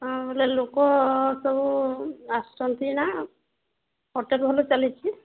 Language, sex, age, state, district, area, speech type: Odia, female, 30-45, Odisha, Sambalpur, rural, conversation